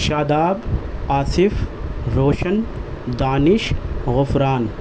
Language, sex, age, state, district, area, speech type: Urdu, male, 30-45, Delhi, East Delhi, urban, spontaneous